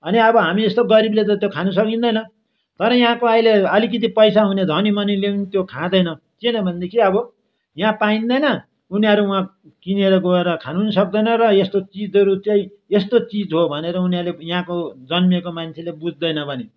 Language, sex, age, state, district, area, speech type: Nepali, male, 60+, West Bengal, Darjeeling, rural, spontaneous